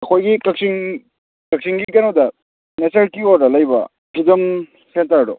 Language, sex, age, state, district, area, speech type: Manipuri, male, 18-30, Manipur, Kakching, rural, conversation